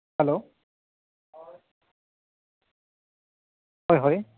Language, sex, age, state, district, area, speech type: Assamese, male, 30-45, Assam, Tinsukia, rural, conversation